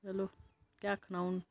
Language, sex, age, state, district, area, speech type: Dogri, female, 30-45, Jammu and Kashmir, Udhampur, rural, spontaneous